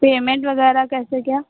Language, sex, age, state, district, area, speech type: Hindi, female, 30-45, Uttar Pradesh, Sitapur, rural, conversation